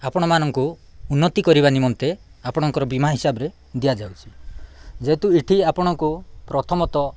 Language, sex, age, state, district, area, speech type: Odia, male, 45-60, Odisha, Nabarangpur, rural, spontaneous